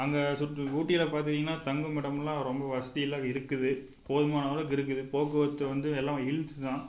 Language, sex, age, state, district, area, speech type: Tamil, male, 18-30, Tamil Nadu, Tiruppur, rural, spontaneous